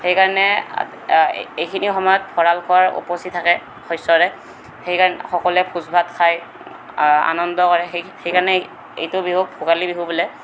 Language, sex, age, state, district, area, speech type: Assamese, male, 18-30, Assam, Kamrup Metropolitan, urban, spontaneous